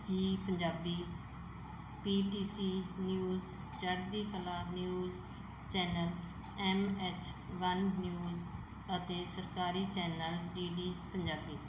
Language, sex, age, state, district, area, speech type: Punjabi, female, 45-60, Punjab, Mansa, urban, spontaneous